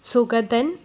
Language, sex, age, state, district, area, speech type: Malayalam, female, 18-30, Kerala, Kannur, rural, spontaneous